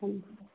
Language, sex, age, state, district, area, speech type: Kannada, female, 45-60, Karnataka, Chikkaballapur, rural, conversation